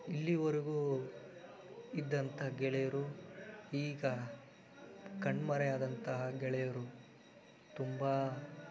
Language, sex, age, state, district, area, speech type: Kannada, male, 30-45, Karnataka, Chikkaballapur, rural, spontaneous